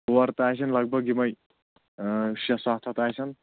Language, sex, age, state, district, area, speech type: Kashmiri, male, 18-30, Jammu and Kashmir, Anantnag, rural, conversation